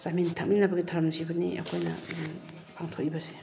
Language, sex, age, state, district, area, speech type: Manipuri, female, 45-60, Manipur, Bishnupur, rural, spontaneous